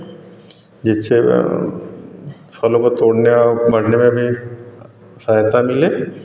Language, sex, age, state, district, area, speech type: Hindi, male, 45-60, Uttar Pradesh, Varanasi, rural, spontaneous